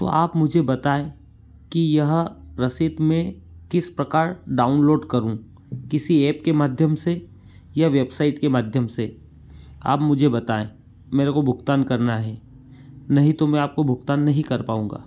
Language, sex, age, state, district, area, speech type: Hindi, male, 30-45, Madhya Pradesh, Ujjain, rural, spontaneous